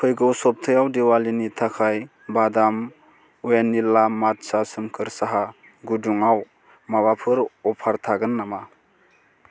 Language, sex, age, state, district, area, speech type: Bodo, male, 18-30, Assam, Baksa, rural, read